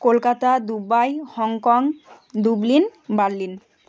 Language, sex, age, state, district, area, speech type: Bengali, female, 30-45, West Bengal, Purba Bardhaman, urban, spontaneous